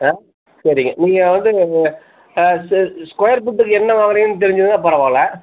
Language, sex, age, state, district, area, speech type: Tamil, male, 45-60, Tamil Nadu, Tiruppur, rural, conversation